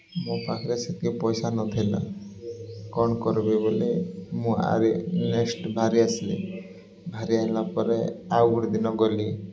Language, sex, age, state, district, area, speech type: Odia, male, 30-45, Odisha, Koraput, urban, spontaneous